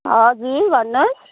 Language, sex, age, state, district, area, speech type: Nepali, female, 60+, West Bengal, Kalimpong, rural, conversation